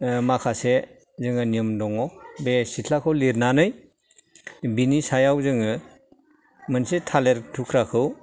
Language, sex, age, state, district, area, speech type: Bodo, male, 60+, Assam, Kokrajhar, rural, spontaneous